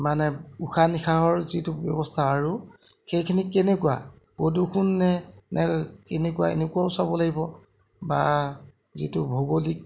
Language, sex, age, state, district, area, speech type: Assamese, male, 30-45, Assam, Jorhat, urban, spontaneous